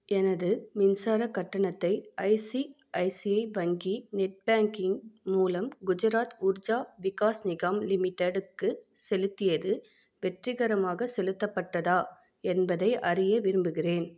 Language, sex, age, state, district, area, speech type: Tamil, female, 18-30, Tamil Nadu, Vellore, urban, read